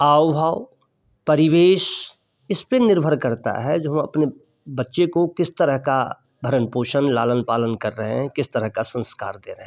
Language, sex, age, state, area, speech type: Hindi, male, 60+, Bihar, urban, spontaneous